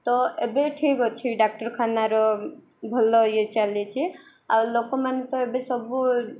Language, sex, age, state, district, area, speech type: Odia, female, 18-30, Odisha, Koraput, urban, spontaneous